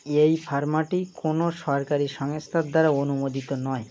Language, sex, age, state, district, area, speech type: Bengali, male, 18-30, West Bengal, Birbhum, urban, read